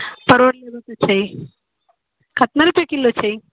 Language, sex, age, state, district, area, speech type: Maithili, female, 45-60, Bihar, Sitamarhi, rural, conversation